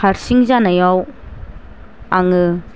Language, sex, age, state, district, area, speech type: Bodo, female, 45-60, Assam, Chirang, rural, spontaneous